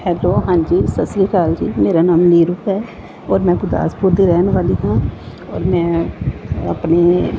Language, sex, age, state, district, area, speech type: Punjabi, female, 45-60, Punjab, Gurdaspur, urban, spontaneous